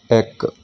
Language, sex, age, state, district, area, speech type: Punjabi, male, 18-30, Punjab, Kapurthala, rural, read